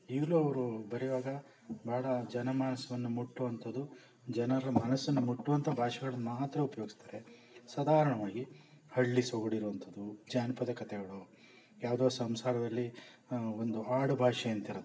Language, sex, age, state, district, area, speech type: Kannada, male, 60+, Karnataka, Bangalore Urban, rural, spontaneous